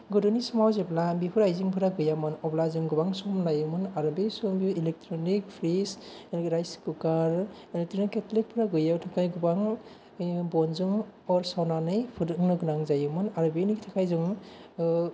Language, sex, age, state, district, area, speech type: Bodo, male, 30-45, Assam, Kokrajhar, urban, spontaneous